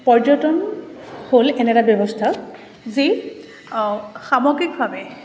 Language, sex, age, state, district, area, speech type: Assamese, female, 30-45, Assam, Kamrup Metropolitan, urban, spontaneous